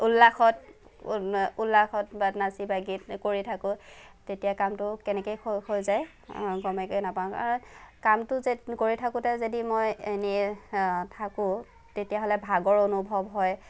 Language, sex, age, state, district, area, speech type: Assamese, female, 18-30, Assam, Nagaon, rural, spontaneous